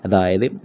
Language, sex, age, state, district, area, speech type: Malayalam, male, 18-30, Kerala, Kozhikode, rural, spontaneous